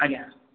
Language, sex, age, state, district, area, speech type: Odia, male, 30-45, Odisha, Khordha, rural, conversation